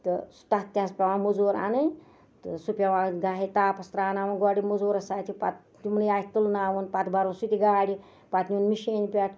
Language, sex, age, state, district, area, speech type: Kashmiri, female, 60+, Jammu and Kashmir, Ganderbal, rural, spontaneous